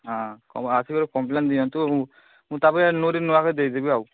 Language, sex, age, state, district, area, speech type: Odia, male, 18-30, Odisha, Balangir, urban, conversation